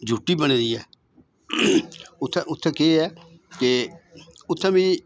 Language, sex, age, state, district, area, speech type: Dogri, male, 60+, Jammu and Kashmir, Udhampur, rural, spontaneous